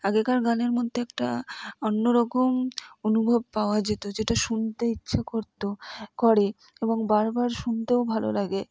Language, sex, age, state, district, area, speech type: Bengali, female, 30-45, West Bengal, Purba Bardhaman, urban, spontaneous